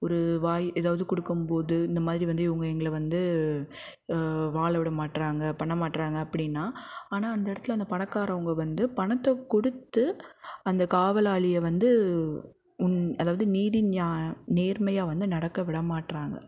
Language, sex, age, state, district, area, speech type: Tamil, female, 18-30, Tamil Nadu, Madurai, urban, spontaneous